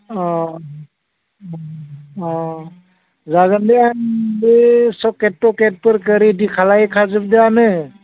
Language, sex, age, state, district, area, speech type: Bodo, male, 45-60, Assam, Baksa, urban, conversation